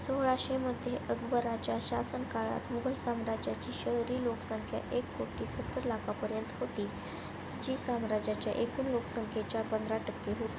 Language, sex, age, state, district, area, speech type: Marathi, female, 18-30, Maharashtra, Osmanabad, rural, read